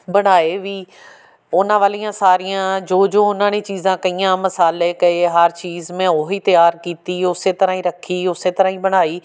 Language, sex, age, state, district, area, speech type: Punjabi, female, 45-60, Punjab, Amritsar, urban, spontaneous